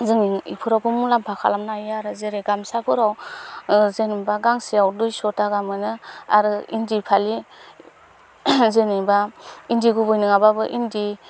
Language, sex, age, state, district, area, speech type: Bodo, female, 18-30, Assam, Baksa, rural, spontaneous